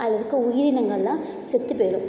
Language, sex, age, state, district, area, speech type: Tamil, female, 18-30, Tamil Nadu, Thanjavur, urban, spontaneous